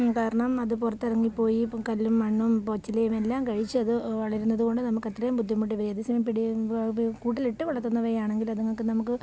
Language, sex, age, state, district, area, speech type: Malayalam, female, 30-45, Kerala, Pathanamthitta, rural, spontaneous